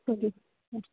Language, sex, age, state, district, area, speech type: Marathi, female, 18-30, Maharashtra, Sangli, rural, conversation